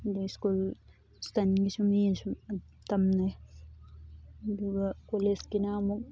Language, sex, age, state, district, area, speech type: Manipuri, female, 18-30, Manipur, Thoubal, rural, spontaneous